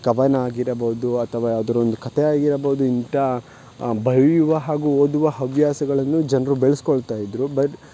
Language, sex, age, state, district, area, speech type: Kannada, male, 18-30, Karnataka, Uttara Kannada, rural, spontaneous